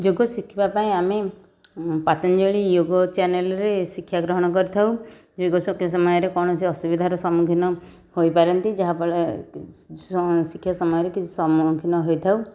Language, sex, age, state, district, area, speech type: Odia, female, 30-45, Odisha, Nayagarh, rural, spontaneous